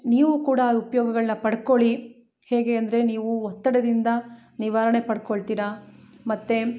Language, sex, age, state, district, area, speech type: Kannada, female, 30-45, Karnataka, Chikkamagaluru, rural, spontaneous